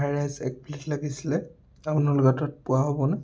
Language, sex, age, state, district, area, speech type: Assamese, male, 30-45, Assam, Dhemaji, rural, spontaneous